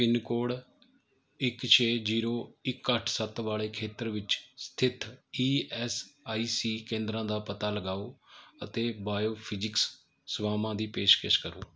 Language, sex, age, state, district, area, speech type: Punjabi, male, 30-45, Punjab, Mohali, urban, read